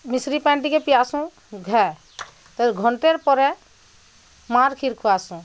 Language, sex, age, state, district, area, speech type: Odia, female, 45-60, Odisha, Bargarh, urban, spontaneous